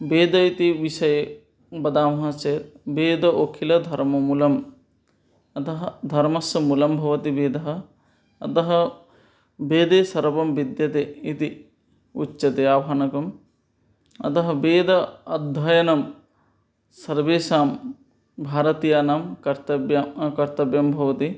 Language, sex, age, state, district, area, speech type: Sanskrit, male, 30-45, West Bengal, Purba Medinipur, rural, spontaneous